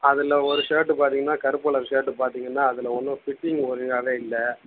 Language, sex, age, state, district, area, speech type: Tamil, male, 18-30, Tamil Nadu, Kallakurichi, rural, conversation